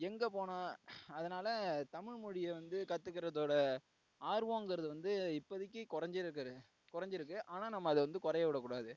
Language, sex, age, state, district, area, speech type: Tamil, male, 18-30, Tamil Nadu, Tiruvarur, urban, spontaneous